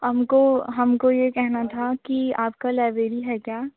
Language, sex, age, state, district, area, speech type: Hindi, female, 18-30, Uttar Pradesh, Jaunpur, rural, conversation